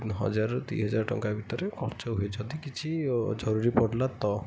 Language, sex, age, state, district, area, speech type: Odia, male, 45-60, Odisha, Kendujhar, urban, spontaneous